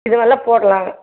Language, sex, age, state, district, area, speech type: Tamil, female, 60+, Tamil Nadu, Erode, rural, conversation